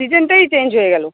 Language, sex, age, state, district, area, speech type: Bengali, female, 30-45, West Bengal, Alipurduar, rural, conversation